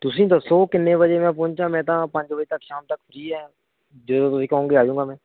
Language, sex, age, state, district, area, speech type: Punjabi, male, 18-30, Punjab, Shaheed Bhagat Singh Nagar, rural, conversation